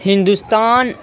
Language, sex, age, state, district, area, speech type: Urdu, male, 18-30, Bihar, Saharsa, rural, spontaneous